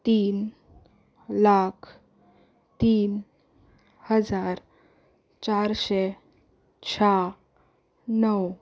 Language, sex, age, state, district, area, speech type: Goan Konkani, female, 18-30, Goa, Canacona, rural, spontaneous